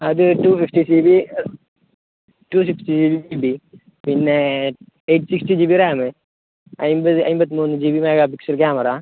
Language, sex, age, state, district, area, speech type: Malayalam, male, 18-30, Kerala, Kasaragod, rural, conversation